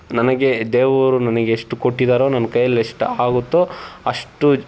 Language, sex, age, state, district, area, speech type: Kannada, male, 18-30, Karnataka, Tumkur, rural, spontaneous